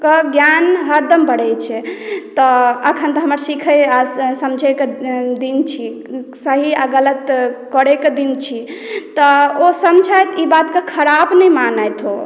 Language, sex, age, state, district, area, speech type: Maithili, female, 18-30, Bihar, Madhubani, rural, spontaneous